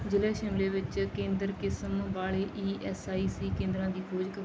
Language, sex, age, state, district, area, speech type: Punjabi, female, 30-45, Punjab, Bathinda, rural, read